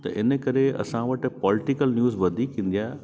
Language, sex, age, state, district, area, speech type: Sindhi, male, 30-45, Delhi, South Delhi, urban, spontaneous